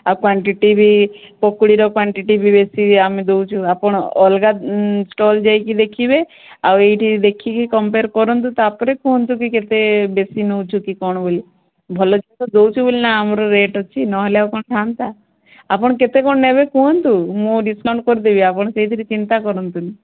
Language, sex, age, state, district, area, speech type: Odia, female, 18-30, Odisha, Sundergarh, urban, conversation